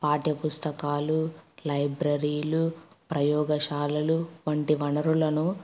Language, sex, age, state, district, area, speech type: Telugu, female, 18-30, Andhra Pradesh, Kadapa, rural, spontaneous